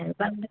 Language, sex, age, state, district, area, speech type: Malayalam, female, 18-30, Kerala, Palakkad, rural, conversation